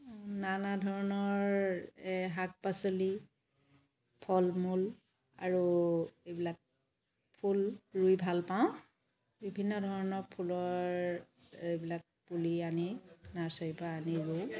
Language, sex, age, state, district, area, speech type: Assamese, female, 30-45, Assam, Charaideo, urban, spontaneous